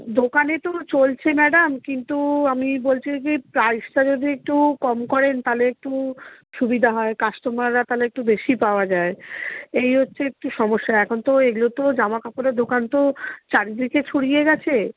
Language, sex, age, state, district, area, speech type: Bengali, female, 45-60, West Bengal, Darjeeling, rural, conversation